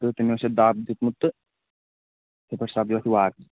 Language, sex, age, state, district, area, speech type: Kashmiri, male, 18-30, Jammu and Kashmir, Shopian, rural, conversation